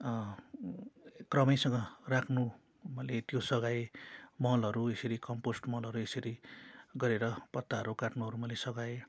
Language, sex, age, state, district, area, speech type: Nepali, male, 45-60, West Bengal, Darjeeling, rural, spontaneous